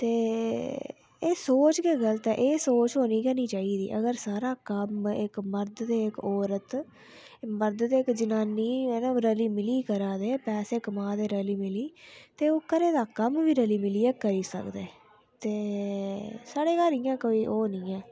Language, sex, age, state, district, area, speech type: Dogri, female, 30-45, Jammu and Kashmir, Udhampur, rural, spontaneous